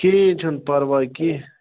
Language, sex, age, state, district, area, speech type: Kashmiri, male, 30-45, Jammu and Kashmir, Ganderbal, rural, conversation